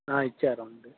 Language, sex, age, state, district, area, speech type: Telugu, male, 45-60, Andhra Pradesh, Bapatla, rural, conversation